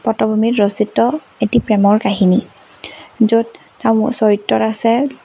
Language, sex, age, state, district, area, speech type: Assamese, female, 18-30, Assam, Tinsukia, urban, spontaneous